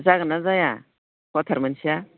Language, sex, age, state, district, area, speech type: Bodo, female, 60+, Assam, Udalguri, rural, conversation